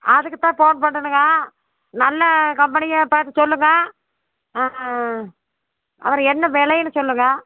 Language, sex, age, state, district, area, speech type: Tamil, female, 60+, Tamil Nadu, Erode, urban, conversation